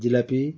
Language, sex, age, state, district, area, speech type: Bengali, male, 60+, West Bengal, Birbhum, urban, spontaneous